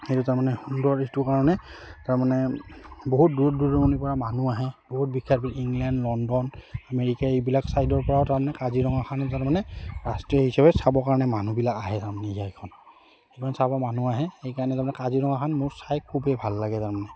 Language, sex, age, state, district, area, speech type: Assamese, male, 30-45, Assam, Udalguri, rural, spontaneous